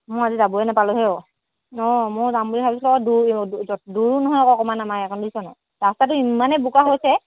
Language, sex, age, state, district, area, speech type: Assamese, female, 18-30, Assam, Lakhimpur, rural, conversation